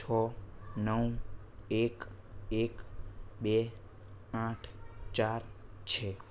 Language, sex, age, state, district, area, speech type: Gujarati, male, 18-30, Gujarat, Anand, urban, read